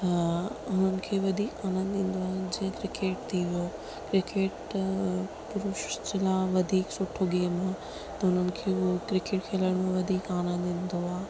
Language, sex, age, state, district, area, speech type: Sindhi, female, 18-30, Rajasthan, Ajmer, urban, spontaneous